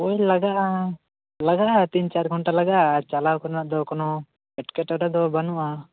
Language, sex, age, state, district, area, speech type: Santali, male, 18-30, West Bengal, Bankura, rural, conversation